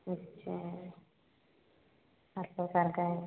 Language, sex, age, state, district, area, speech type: Hindi, female, 30-45, Uttar Pradesh, Varanasi, urban, conversation